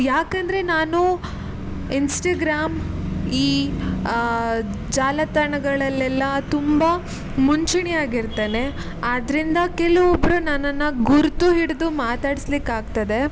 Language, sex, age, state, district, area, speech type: Kannada, female, 18-30, Karnataka, Tumkur, urban, spontaneous